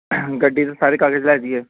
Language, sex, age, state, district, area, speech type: Punjabi, male, 30-45, Punjab, Tarn Taran, urban, conversation